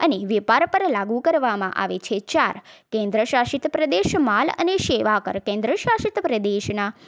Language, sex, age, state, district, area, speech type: Gujarati, female, 18-30, Gujarat, Valsad, rural, spontaneous